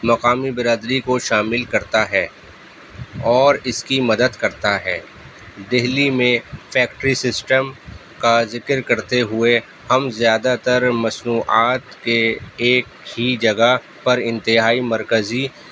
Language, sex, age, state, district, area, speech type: Urdu, male, 30-45, Delhi, East Delhi, urban, spontaneous